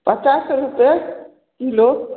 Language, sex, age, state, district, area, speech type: Maithili, female, 60+, Bihar, Samastipur, rural, conversation